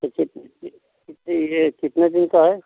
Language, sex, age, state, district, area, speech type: Hindi, male, 60+, Uttar Pradesh, Ghazipur, rural, conversation